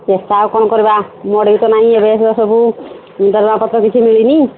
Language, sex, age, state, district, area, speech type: Odia, female, 45-60, Odisha, Angul, rural, conversation